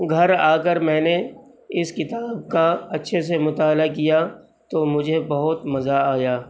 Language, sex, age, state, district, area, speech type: Urdu, male, 45-60, Uttar Pradesh, Gautam Buddha Nagar, rural, spontaneous